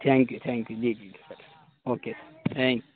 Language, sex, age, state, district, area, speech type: Urdu, male, 18-30, Bihar, Saharsa, rural, conversation